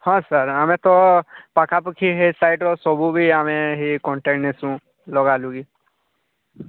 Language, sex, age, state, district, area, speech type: Odia, male, 45-60, Odisha, Nuapada, urban, conversation